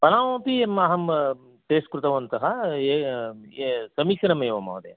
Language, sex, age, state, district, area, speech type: Sanskrit, male, 60+, Karnataka, Bangalore Urban, urban, conversation